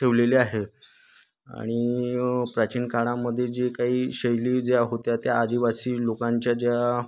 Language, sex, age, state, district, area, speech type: Marathi, male, 30-45, Maharashtra, Nagpur, urban, spontaneous